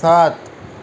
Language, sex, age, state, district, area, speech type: Marathi, male, 18-30, Maharashtra, Mumbai City, urban, read